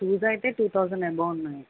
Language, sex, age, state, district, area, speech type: Telugu, female, 18-30, Telangana, Jayashankar, urban, conversation